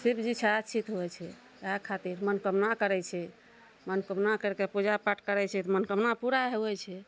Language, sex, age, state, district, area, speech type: Maithili, female, 45-60, Bihar, Araria, rural, spontaneous